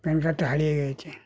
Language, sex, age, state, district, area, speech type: Bengali, male, 60+, West Bengal, Darjeeling, rural, spontaneous